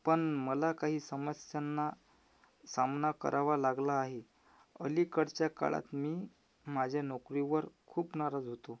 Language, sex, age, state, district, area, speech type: Marathi, male, 18-30, Maharashtra, Amravati, urban, spontaneous